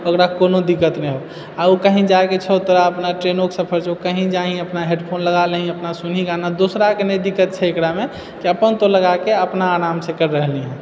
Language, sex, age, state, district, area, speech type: Maithili, male, 30-45, Bihar, Purnia, urban, spontaneous